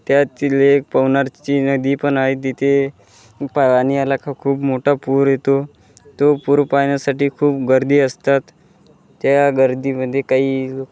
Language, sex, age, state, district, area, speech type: Marathi, male, 18-30, Maharashtra, Wardha, rural, spontaneous